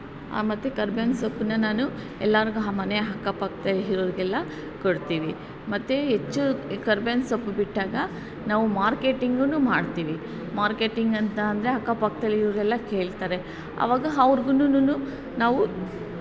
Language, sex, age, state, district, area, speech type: Kannada, female, 45-60, Karnataka, Ramanagara, rural, spontaneous